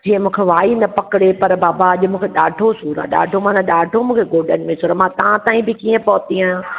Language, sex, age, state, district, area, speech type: Sindhi, female, 45-60, Maharashtra, Thane, urban, conversation